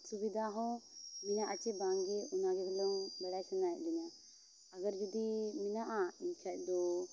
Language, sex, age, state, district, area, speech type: Santali, female, 18-30, Jharkhand, Seraikela Kharsawan, rural, spontaneous